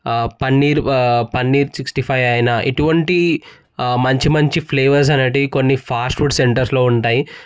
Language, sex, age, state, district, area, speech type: Telugu, male, 18-30, Telangana, Medchal, urban, spontaneous